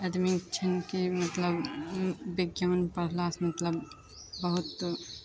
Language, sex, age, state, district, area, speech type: Maithili, female, 18-30, Bihar, Begusarai, urban, spontaneous